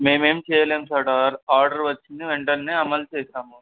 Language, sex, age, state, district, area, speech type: Telugu, male, 18-30, Telangana, Medak, rural, conversation